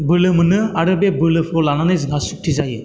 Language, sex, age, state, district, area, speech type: Bodo, male, 30-45, Assam, Chirang, rural, spontaneous